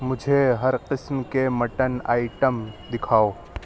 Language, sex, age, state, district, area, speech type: Urdu, male, 18-30, Delhi, Central Delhi, urban, read